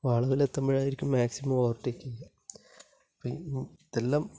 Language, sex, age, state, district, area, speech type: Malayalam, male, 30-45, Kerala, Kasaragod, urban, spontaneous